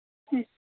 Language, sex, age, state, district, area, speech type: Kannada, female, 30-45, Karnataka, Shimoga, rural, conversation